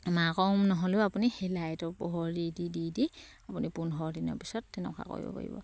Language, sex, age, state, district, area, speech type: Assamese, female, 30-45, Assam, Sivasagar, rural, spontaneous